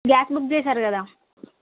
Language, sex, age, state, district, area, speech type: Telugu, female, 30-45, Telangana, Hanamkonda, rural, conversation